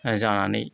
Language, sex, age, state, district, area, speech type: Bodo, male, 60+, Assam, Kokrajhar, rural, spontaneous